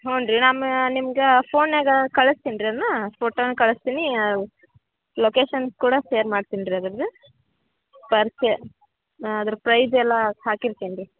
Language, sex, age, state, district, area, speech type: Kannada, female, 18-30, Karnataka, Gadag, urban, conversation